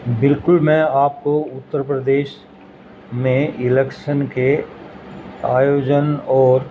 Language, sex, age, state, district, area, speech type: Urdu, male, 60+, Uttar Pradesh, Gautam Buddha Nagar, urban, spontaneous